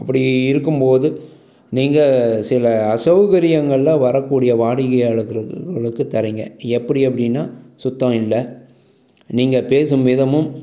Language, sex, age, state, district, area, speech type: Tamil, male, 30-45, Tamil Nadu, Salem, urban, spontaneous